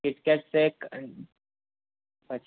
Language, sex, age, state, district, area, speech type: Gujarati, male, 18-30, Gujarat, Kheda, rural, conversation